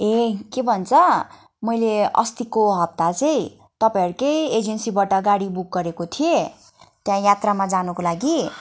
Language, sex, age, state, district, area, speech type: Nepali, female, 18-30, West Bengal, Darjeeling, rural, spontaneous